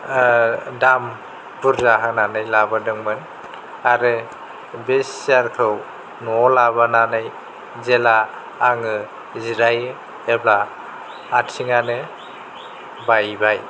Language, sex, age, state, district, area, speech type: Bodo, male, 30-45, Assam, Kokrajhar, rural, spontaneous